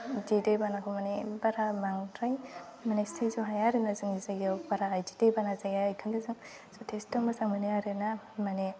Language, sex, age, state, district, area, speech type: Bodo, female, 18-30, Assam, Udalguri, rural, spontaneous